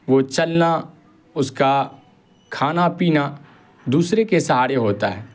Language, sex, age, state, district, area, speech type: Urdu, male, 18-30, Bihar, Purnia, rural, spontaneous